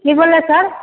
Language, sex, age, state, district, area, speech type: Hindi, female, 45-60, Bihar, Begusarai, rural, conversation